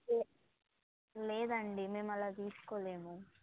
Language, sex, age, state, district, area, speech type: Telugu, female, 18-30, Telangana, Mulugu, rural, conversation